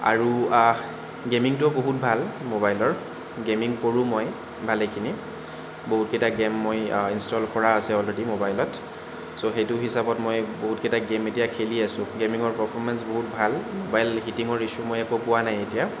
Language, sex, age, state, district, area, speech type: Assamese, male, 30-45, Assam, Kamrup Metropolitan, urban, spontaneous